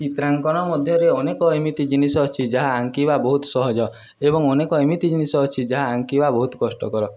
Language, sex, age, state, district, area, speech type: Odia, male, 18-30, Odisha, Nuapada, urban, spontaneous